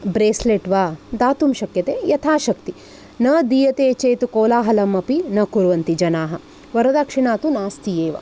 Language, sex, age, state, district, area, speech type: Sanskrit, female, 45-60, Karnataka, Udupi, urban, spontaneous